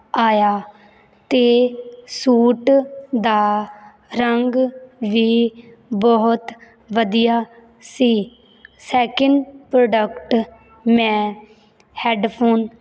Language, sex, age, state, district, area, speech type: Punjabi, female, 18-30, Punjab, Fazilka, rural, spontaneous